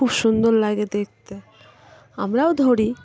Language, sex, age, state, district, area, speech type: Bengali, female, 18-30, West Bengal, Dakshin Dinajpur, urban, spontaneous